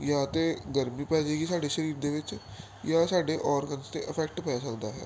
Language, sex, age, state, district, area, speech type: Punjabi, male, 18-30, Punjab, Gurdaspur, urban, spontaneous